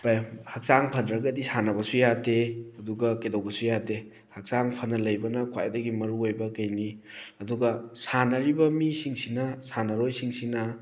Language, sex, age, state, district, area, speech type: Manipuri, male, 18-30, Manipur, Thoubal, rural, spontaneous